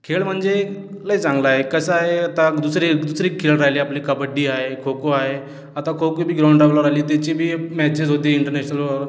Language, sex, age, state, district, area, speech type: Marathi, male, 18-30, Maharashtra, Washim, rural, spontaneous